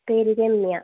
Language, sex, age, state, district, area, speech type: Malayalam, female, 30-45, Kerala, Kasaragod, rural, conversation